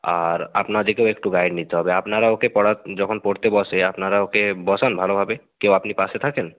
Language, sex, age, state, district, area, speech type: Bengali, male, 30-45, West Bengal, Nadia, urban, conversation